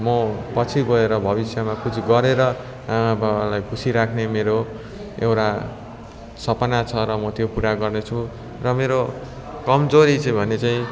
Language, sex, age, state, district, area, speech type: Nepali, male, 18-30, West Bengal, Darjeeling, rural, spontaneous